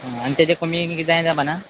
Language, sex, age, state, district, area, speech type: Goan Konkani, male, 30-45, Goa, Quepem, rural, conversation